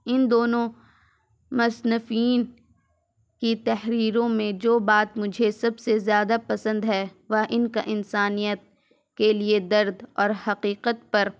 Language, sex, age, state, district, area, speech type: Urdu, female, 18-30, Bihar, Gaya, urban, spontaneous